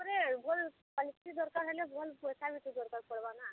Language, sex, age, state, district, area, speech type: Odia, female, 18-30, Odisha, Subarnapur, urban, conversation